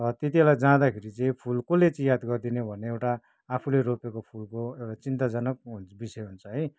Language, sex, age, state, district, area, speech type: Nepali, male, 45-60, West Bengal, Kalimpong, rural, spontaneous